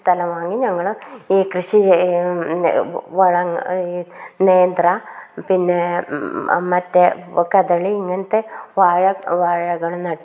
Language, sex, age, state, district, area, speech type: Malayalam, female, 45-60, Kerala, Kasaragod, rural, spontaneous